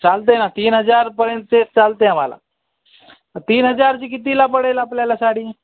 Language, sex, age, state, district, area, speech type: Marathi, male, 18-30, Maharashtra, Nanded, urban, conversation